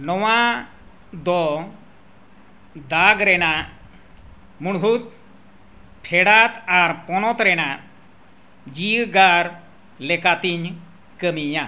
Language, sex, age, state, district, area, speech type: Santali, male, 60+, Jharkhand, Bokaro, rural, read